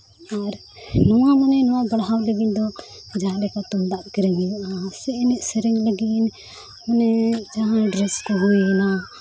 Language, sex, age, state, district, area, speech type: Santali, female, 18-30, Jharkhand, Seraikela Kharsawan, rural, spontaneous